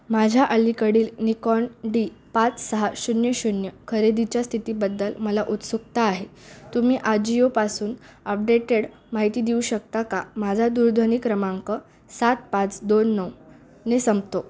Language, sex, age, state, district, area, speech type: Marathi, female, 18-30, Maharashtra, Nanded, rural, read